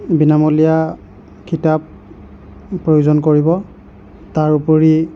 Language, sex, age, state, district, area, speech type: Assamese, male, 45-60, Assam, Nagaon, rural, spontaneous